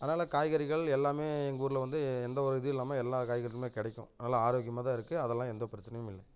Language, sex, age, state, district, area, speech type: Tamil, male, 30-45, Tamil Nadu, Namakkal, rural, spontaneous